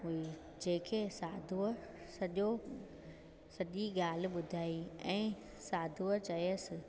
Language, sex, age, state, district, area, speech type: Sindhi, female, 30-45, Gujarat, Junagadh, urban, spontaneous